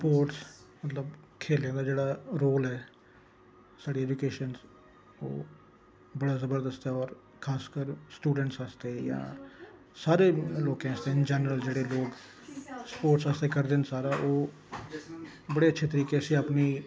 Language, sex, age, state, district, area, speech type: Dogri, male, 45-60, Jammu and Kashmir, Reasi, urban, spontaneous